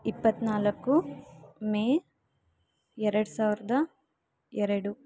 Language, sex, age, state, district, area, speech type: Kannada, female, 18-30, Karnataka, Bangalore Rural, urban, spontaneous